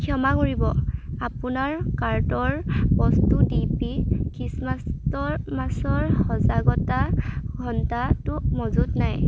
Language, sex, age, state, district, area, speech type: Assamese, female, 18-30, Assam, Dhemaji, rural, read